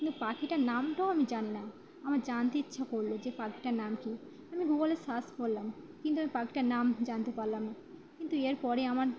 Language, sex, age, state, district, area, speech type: Bengali, female, 30-45, West Bengal, Birbhum, urban, spontaneous